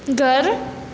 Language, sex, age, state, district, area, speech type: Hindi, female, 18-30, Rajasthan, Jodhpur, urban, read